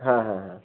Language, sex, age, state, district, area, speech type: Bengali, male, 45-60, West Bengal, North 24 Parganas, urban, conversation